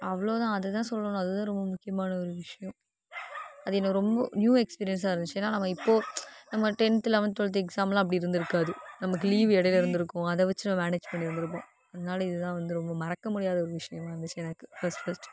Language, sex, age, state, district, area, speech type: Tamil, female, 18-30, Tamil Nadu, Sivaganga, rural, spontaneous